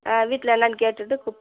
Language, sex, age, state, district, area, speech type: Tamil, female, 45-60, Tamil Nadu, Madurai, urban, conversation